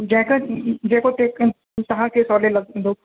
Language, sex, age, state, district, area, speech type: Sindhi, male, 18-30, Uttar Pradesh, Lucknow, urban, conversation